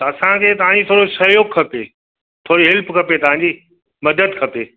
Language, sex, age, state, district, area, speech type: Sindhi, male, 60+, Gujarat, Kutch, urban, conversation